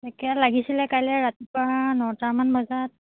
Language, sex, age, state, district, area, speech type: Assamese, female, 30-45, Assam, Biswanath, rural, conversation